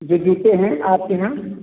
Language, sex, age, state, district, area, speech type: Hindi, male, 45-60, Uttar Pradesh, Azamgarh, rural, conversation